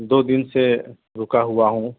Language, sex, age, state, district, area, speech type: Urdu, female, 18-30, Bihar, Gaya, urban, conversation